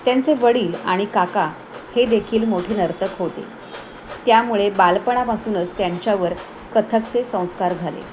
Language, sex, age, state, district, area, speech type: Marathi, female, 45-60, Maharashtra, Thane, rural, spontaneous